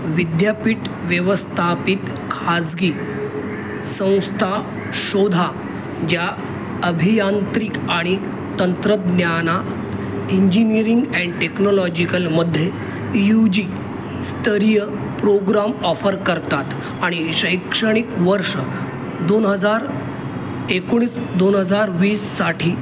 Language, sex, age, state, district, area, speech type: Marathi, male, 30-45, Maharashtra, Mumbai Suburban, urban, read